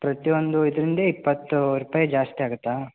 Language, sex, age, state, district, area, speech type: Kannada, male, 18-30, Karnataka, Bagalkot, rural, conversation